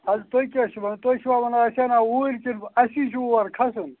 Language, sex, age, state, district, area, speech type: Kashmiri, male, 45-60, Jammu and Kashmir, Anantnag, rural, conversation